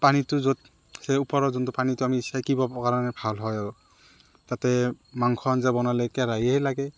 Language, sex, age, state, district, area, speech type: Assamese, male, 30-45, Assam, Morigaon, rural, spontaneous